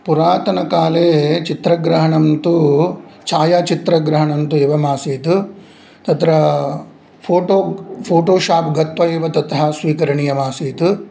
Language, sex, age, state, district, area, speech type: Sanskrit, male, 45-60, Andhra Pradesh, Kurnool, urban, spontaneous